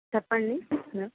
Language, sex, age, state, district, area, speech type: Telugu, female, 18-30, Andhra Pradesh, Krishna, rural, conversation